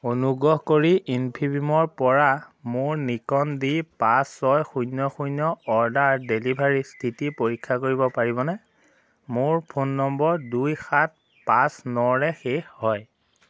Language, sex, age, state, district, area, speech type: Assamese, male, 18-30, Assam, Majuli, urban, read